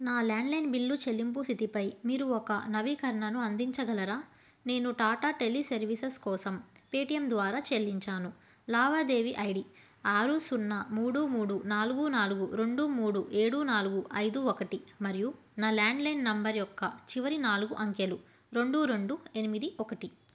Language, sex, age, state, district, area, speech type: Telugu, female, 30-45, Andhra Pradesh, Krishna, urban, read